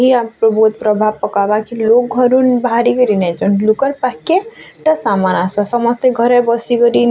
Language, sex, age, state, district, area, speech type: Odia, female, 18-30, Odisha, Bargarh, urban, spontaneous